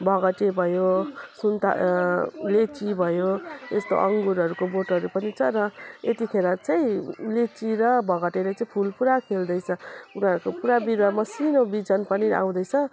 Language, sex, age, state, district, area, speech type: Nepali, female, 30-45, West Bengal, Jalpaiguri, urban, spontaneous